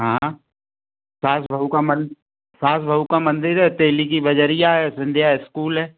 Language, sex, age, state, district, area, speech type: Hindi, male, 45-60, Madhya Pradesh, Gwalior, urban, conversation